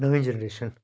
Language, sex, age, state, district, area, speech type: Dogri, male, 45-60, Jammu and Kashmir, Udhampur, rural, spontaneous